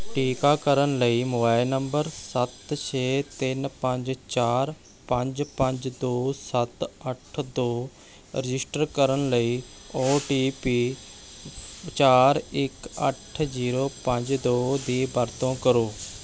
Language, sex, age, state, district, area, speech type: Punjabi, male, 18-30, Punjab, Rupnagar, urban, read